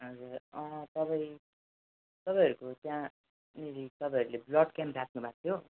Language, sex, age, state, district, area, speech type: Nepali, male, 18-30, West Bengal, Darjeeling, rural, conversation